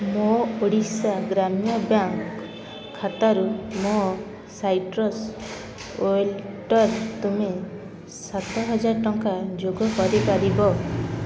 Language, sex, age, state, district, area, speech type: Odia, female, 18-30, Odisha, Kendrapara, urban, read